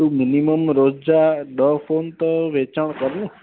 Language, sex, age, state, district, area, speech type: Sindhi, male, 18-30, Gujarat, Junagadh, rural, conversation